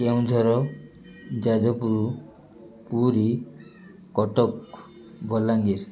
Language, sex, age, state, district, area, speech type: Odia, male, 30-45, Odisha, Ganjam, urban, spontaneous